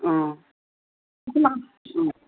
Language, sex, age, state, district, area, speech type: Assamese, female, 60+, Assam, Morigaon, rural, conversation